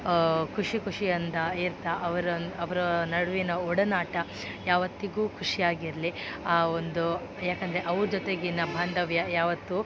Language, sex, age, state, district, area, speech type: Kannada, female, 18-30, Karnataka, Dakshina Kannada, rural, spontaneous